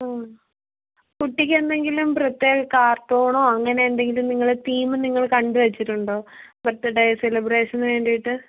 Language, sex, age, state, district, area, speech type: Malayalam, female, 18-30, Kerala, Kannur, urban, conversation